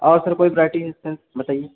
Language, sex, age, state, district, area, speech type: Hindi, male, 18-30, Uttar Pradesh, Mirzapur, rural, conversation